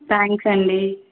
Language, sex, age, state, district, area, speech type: Telugu, female, 18-30, Telangana, Bhadradri Kothagudem, rural, conversation